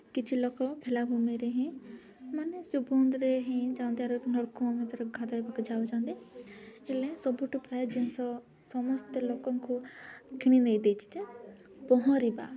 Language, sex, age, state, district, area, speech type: Odia, female, 18-30, Odisha, Nabarangpur, urban, spontaneous